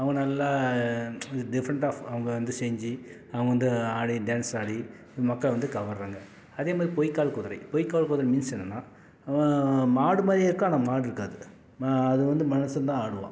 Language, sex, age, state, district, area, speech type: Tamil, male, 45-60, Tamil Nadu, Salem, rural, spontaneous